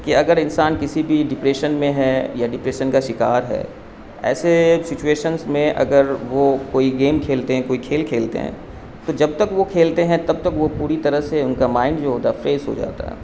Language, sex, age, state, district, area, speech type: Urdu, male, 45-60, Bihar, Supaul, rural, spontaneous